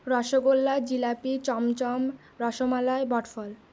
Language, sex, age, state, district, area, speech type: Bengali, female, 18-30, West Bengal, Uttar Dinajpur, urban, spontaneous